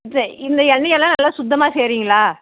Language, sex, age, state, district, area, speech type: Tamil, female, 60+, Tamil Nadu, Krishnagiri, rural, conversation